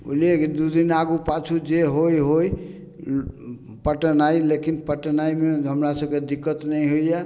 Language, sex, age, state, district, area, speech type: Maithili, male, 45-60, Bihar, Samastipur, rural, spontaneous